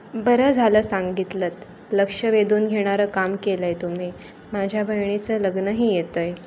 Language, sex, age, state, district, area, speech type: Marathi, female, 18-30, Maharashtra, Ratnagiri, urban, read